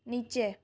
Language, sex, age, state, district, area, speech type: Bengali, female, 30-45, West Bengal, Purulia, urban, read